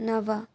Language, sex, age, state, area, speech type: Sanskrit, female, 18-30, Assam, rural, read